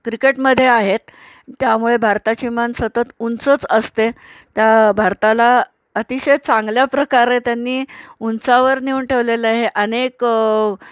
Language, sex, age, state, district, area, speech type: Marathi, female, 45-60, Maharashtra, Nanded, rural, spontaneous